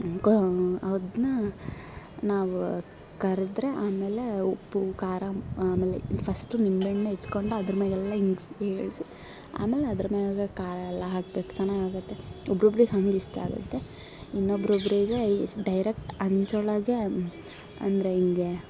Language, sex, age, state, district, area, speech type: Kannada, female, 18-30, Karnataka, Koppal, urban, spontaneous